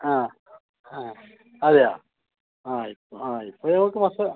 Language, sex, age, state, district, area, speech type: Malayalam, male, 60+, Kerala, Kasaragod, urban, conversation